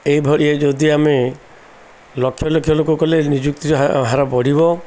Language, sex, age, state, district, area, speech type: Odia, male, 60+, Odisha, Ganjam, urban, spontaneous